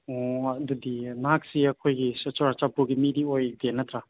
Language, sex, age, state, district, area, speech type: Manipuri, male, 30-45, Manipur, Churachandpur, rural, conversation